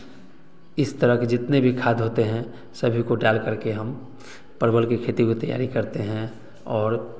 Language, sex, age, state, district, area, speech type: Hindi, male, 30-45, Bihar, Samastipur, rural, spontaneous